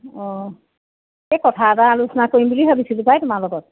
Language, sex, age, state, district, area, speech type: Assamese, female, 30-45, Assam, Jorhat, urban, conversation